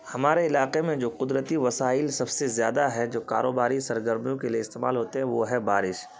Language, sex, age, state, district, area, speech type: Urdu, male, 30-45, Bihar, Khagaria, rural, spontaneous